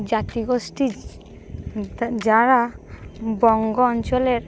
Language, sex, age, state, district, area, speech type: Bengali, female, 18-30, West Bengal, Cooch Behar, urban, spontaneous